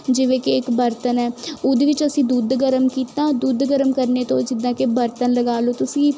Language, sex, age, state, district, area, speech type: Punjabi, female, 18-30, Punjab, Kapurthala, urban, spontaneous